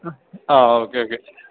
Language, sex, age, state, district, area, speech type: Malayalam, male, 18-30, Kerala, Idukki, urban, conversation